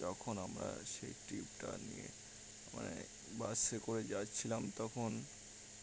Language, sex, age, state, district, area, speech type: Bengali, male, 60+, West Bengal, Birbhum, urban, spontaneous